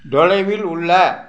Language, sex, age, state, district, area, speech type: Tamil, male, 60+, Tamil Nadu, Tiruppur, rural, read